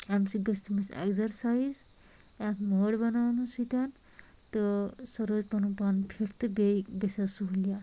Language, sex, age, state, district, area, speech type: Kashmiri, female, 45-60, Jammu and Kashmir, Anantnag, rural, spontaneous